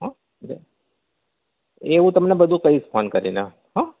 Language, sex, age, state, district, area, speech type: Gujarati, male, 30-45, Gujarat, Kheda, rural, conversation